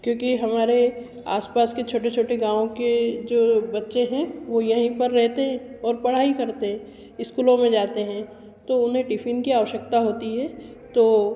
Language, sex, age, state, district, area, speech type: Hindi, female, 60+, Madhya Pradesh, Ujjain, urban, spontaneous